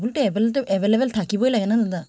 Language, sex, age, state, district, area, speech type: Assamese, female, 30-45, Assam, Charaideo, urban, spontaneous